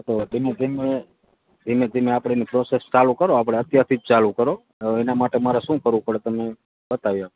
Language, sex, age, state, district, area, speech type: Gujarati, male, 30-45, Gujarat, Morbi, rural, conversation